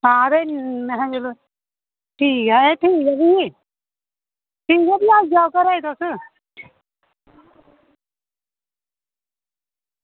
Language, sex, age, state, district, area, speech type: Dogri, female, 30-45, Jammu and Kashmir, Samba, rural, conversation